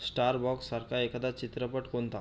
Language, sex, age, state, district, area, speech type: Marathi, male, 30-45, Maharashtra, Buldhana, urban, read